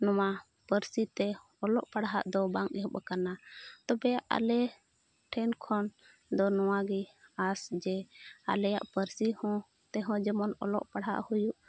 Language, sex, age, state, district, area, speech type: Santali, female, 30-45, Jharkhand, Pakur, rural, spontaneous